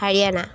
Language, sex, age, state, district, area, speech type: Assamese, female, 45-60, Assam, Jorhat, urban, spontaneous